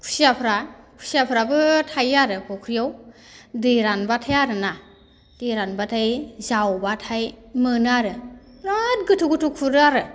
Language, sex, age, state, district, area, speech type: Bodo, female, 45-60, Assam, Baksa, rural, spontaneous